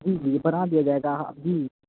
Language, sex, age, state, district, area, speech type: Urdu, male, 45-60, Uttar Pradesh, Aligarh, rural, conversation